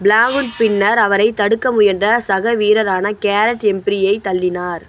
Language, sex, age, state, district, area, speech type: Tamil, female, 18-30, Tamil Nadu, Madurai, urban, read